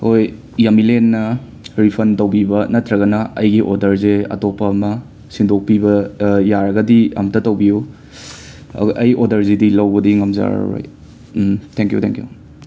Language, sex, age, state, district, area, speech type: Manipuri, male, 30-45, Manipur, Imphal West, urban, spontaneous